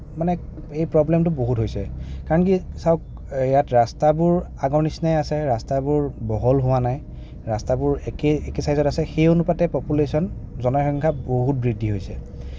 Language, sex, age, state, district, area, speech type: Assamese, male, 30-45, Assam, Kamrup Metropolitan, urban, spontaneous